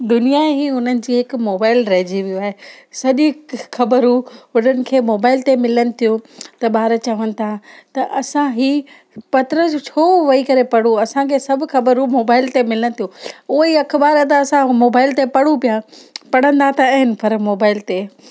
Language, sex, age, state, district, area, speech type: Sindhi, female, 30-45, Gujarat, Kutch, rural, spontaneous